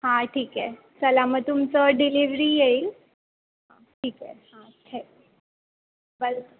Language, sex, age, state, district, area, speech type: Marathi, female, 18-30, Maharashtra, Sindhudurg, rural, conversation